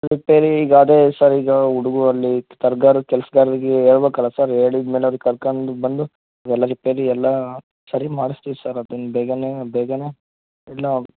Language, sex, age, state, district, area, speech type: Kannada, male, 18-30, Karnataka, Davanagere, rural, conversation